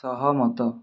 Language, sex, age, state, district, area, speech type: Odia, male, 30-45, Odisha, Kandhamal, rural, read